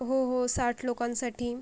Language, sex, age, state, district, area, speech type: Marathi, female, 45-60, Maharashtra, Akola, rural, spontaneous